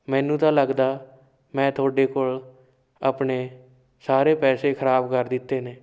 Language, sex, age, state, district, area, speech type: Punjabi, male, 18-30, Punjab, Shaheed Bhagat Singh Nagar, urban, spontaneous